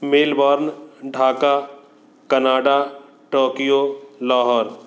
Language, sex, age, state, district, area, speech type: Hindi, male, 30-45, Madhya Pradesh, Katni, urban, spontaneous